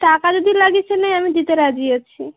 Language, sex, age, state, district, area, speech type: Bengali, female, 18-30, West Bengal, Dakshin Dinajpur, urban, conversation